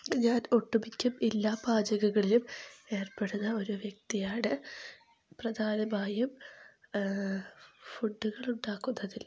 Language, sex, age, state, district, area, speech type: Malayalam, female, 18-30, Kerala, Wayanad, rural, spontaneous